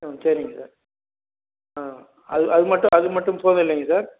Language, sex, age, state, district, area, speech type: Tamil, male, 45-60, Tamil Nadu, Salem, rural, conversation